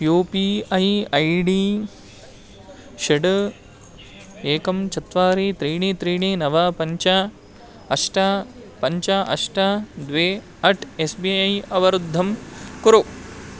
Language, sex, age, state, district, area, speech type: Sanskrit, male, 18-30, Karnataka, Bangalore Rural, rural, read